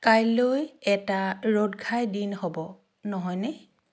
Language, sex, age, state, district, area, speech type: Assamese, female, 60+, Assam, Dhemaji, urban, read